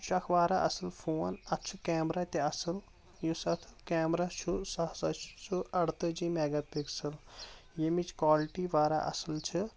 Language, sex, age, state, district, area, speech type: Kashmiri, male, 18-30, Jammu and Kashmir, Kulgam, urban, spontaneous